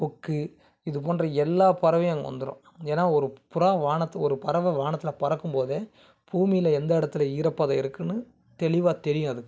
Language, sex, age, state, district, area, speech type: Tamil, male, 30-45, Tamil Nadu, Kanyakumari, urban, spontaneous